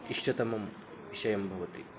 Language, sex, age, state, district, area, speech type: Sanskrit, male, 30-45, Maharashtra, Nagpur, urban, spontaneous